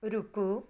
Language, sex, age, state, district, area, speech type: Maithili, female, 45-60, Bihar, Madhubani, rural, read